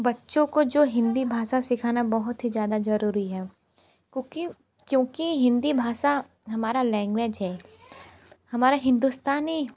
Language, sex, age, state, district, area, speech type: Hindi, female, 18-30, Uttar Pradesh, Sonbhadra, rural, spontaneous